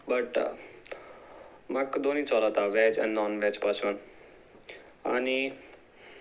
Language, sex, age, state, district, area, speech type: Goan Konkani, male, 18-30, Goa, Salcete, rural, spontaneous